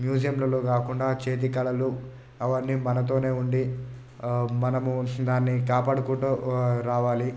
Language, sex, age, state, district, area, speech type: Telugu, male, 30-45, Telangana, Hyderabad, rural, spontaneous